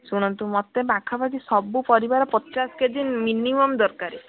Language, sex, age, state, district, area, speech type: Odia, female, 30-45, Odisha, Bhadrak, rural, conversation